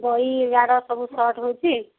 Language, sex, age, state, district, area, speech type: Odia, female, 45-60, Odisha, Gajapati, rural, conversation